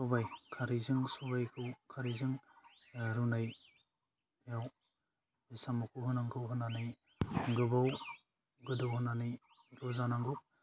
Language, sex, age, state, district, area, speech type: Bodo, male, 18-30, Assam, Udalguri, rural, spontaneous